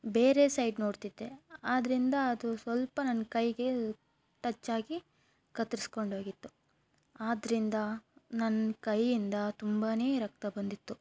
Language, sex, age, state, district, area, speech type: Kannada, female, 18-30, Karnataka, Chikkaballapur, rural, spontaneous